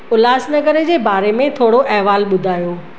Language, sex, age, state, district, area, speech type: Sindhi, female, 45-60, Maharashtra, Thane, urban, spontaneous